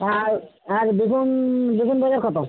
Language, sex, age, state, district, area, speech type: Bengali, male, 30-45, West Bengal, Uttar Dinajpur, urban, conversation